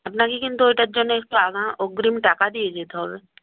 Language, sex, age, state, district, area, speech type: Bengali, female, 45-60, West Bengal, Purba Medinipur, rural, conversation